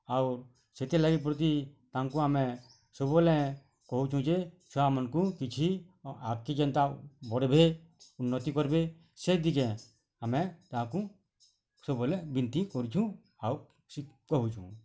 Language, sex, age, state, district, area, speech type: Odia, male, 45-60, Odisha, Bargarh, urban, spontaneous